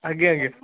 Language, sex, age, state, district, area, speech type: Odia, male, 18-30, Odisha, Cuttack, urban, conversation